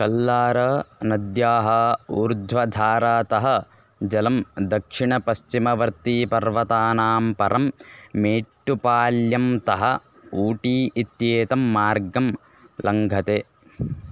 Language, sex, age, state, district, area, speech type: Sanskrit, male, 18-30, Karnataka, Bellary, rural, read